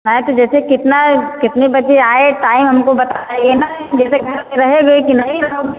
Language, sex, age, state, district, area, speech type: Hindi, female, 45-60, Uttar Pradesh, Ayodhya, rural, conversation